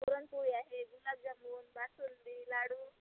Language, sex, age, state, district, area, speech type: Marathi, female, 30-45, Maharashtra, Amravati, urban, conversation